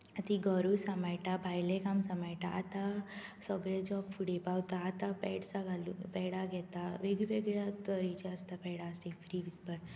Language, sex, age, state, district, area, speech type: Goan Konkani, female, 18-30, Goa, Bardez, rural, spontaneous